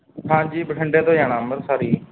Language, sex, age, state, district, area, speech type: Punjabi, male, 18-30, Punjab, Bathinda, rural, conversation